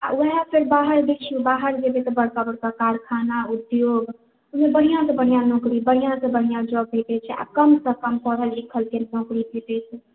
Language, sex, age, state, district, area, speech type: Maithili, female, 18-30, Bihar, Sitamarhi, urban, conversation